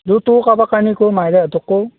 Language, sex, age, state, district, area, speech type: Assamese, male, 30-45, Assam, Darrang, rural, conversation